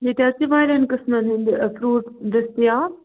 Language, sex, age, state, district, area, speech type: Kashmiri, female, 30-45, Jammu and Kashmir, Budgam, rural, conversation